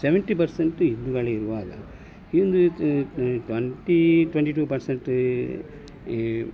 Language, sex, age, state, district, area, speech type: Kannada, male, 60+, Karnataka, Dakshina Kannada, rural, spontaneous